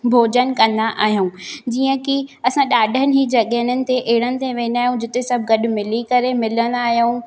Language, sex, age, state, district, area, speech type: Sindhi, female, 18-30, Madhya Pradesh, Katni, rural, spontaneous